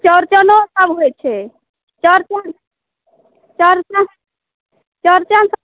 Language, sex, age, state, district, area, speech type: Maithili, female, 18-30, Bihar, Saharsa, rural, conversation